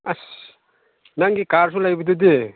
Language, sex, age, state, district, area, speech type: Manipuri, male, 30-45, Manipur, Chandel, rural, conversation